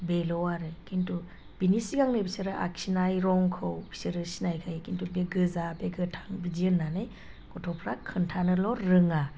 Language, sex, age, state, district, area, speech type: Bodo, female, 30-45, Assam, Chirang, rural, spontaneous